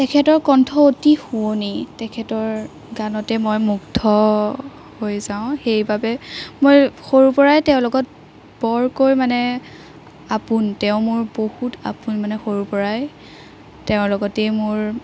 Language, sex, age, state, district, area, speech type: Assamese, female, 18-30, Assam, Biswanath, rural, spontaneous